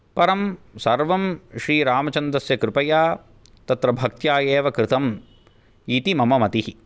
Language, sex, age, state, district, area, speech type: Sanskrit, male, 18-30, Karnataka, Bangalore Urban, urban, spontaneous